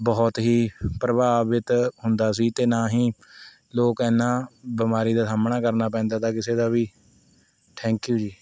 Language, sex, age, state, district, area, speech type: Punjabi, male, 18-30, Punjab, Mohali, rural, spontaneous